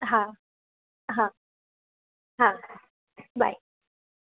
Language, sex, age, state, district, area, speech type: Gujarati, female, 18-30, Gujarat, Surat, urban, conversation